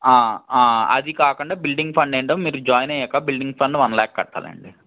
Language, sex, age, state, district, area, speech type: Telugu, male, 18-30, Andhra Pradesh, Vizianagaram, urban, conversation